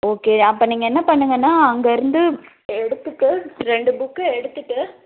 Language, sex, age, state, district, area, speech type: Tamil, female, 30-45, Tamil Nadu, Cuddalore, urban, conversation